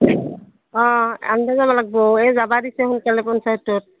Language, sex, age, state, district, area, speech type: Assamese, female, 45-60, Assam, Barpeta, rural, conversation